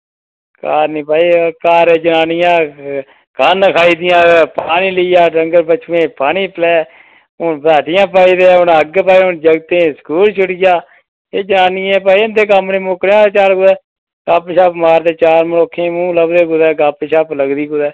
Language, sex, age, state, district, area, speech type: Dogri, male, 30-45, Jammu and Kashmir, Udhampur, rural, conversation